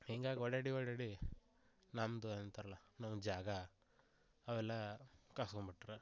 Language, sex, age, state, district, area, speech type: Kannada, male, 18-30, Karnataka, Gulbarga, rural, spontaneous